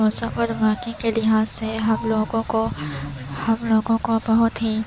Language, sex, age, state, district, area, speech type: Urdu, female, 18-30, Uttar Pradesh, Gautam Buddha Nagar, rural, spontaneous